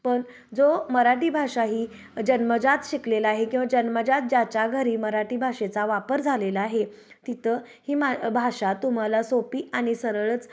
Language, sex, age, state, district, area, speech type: Marathi, female, 30-45, Maharashtra, Kolhapur, rural, spontaneous